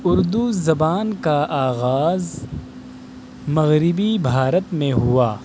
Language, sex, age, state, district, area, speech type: Urdu, male, 18-30, Delhi, South Delhi, urban, spontaneous